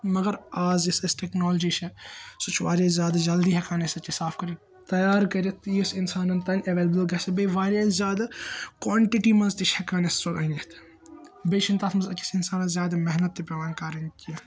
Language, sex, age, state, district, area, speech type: Kashmiri, male, 18-30, Jammu and Kashmir, Srinagar, urban, spontaneous